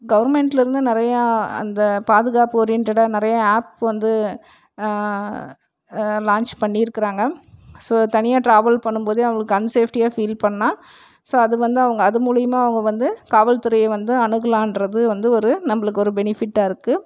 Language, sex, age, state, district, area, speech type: Tamil, female, 30-45, Tamil Nadu, Erode, rural, spontaneous